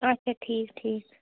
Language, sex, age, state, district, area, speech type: Kashmiri, female, 18-30, Jammu and Kashmir, Srinagar, urban, conversation